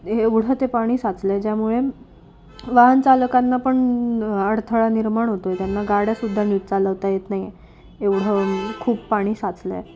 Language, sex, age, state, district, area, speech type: Marathi, female, 18-30, Maharashtra, Nashik, urban, spontaneous